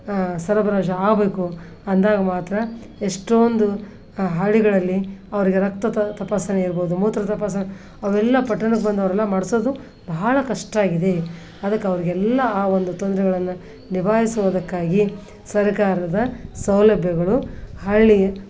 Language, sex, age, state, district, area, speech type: Kannada, female, 60+, Karnataka, Koppal, rural, spontaneous